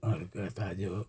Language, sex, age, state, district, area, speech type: Hindi, male, 60+, Bihar, Muzaffarpur, rural, spontaneous